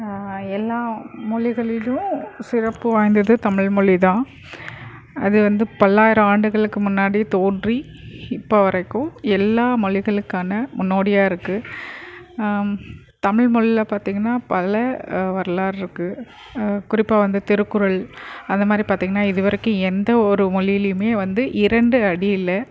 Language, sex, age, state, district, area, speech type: Tamil, female, 30-45, Tamil Nadu, Krishnagiri, rural, spontaneous